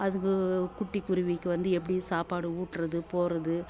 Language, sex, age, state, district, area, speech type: Tamil, female, 60+, Tamil Nadu, Kallakurichi, rural, spontaneous